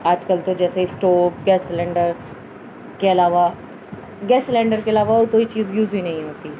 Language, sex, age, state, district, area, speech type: Urdu, female, 30-45, Uttar Pradesh, Muzaffarnagar, urban, spontaneous